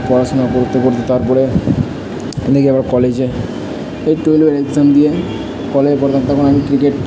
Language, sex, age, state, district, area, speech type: Bengali, male, 30-45, West Bengal, Purba Bardhaman, urban, spontaneous